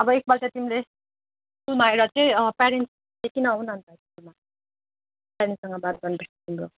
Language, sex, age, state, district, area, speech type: Nepali, female, 18-30, West Bengal, Kalimpong, rural, conversation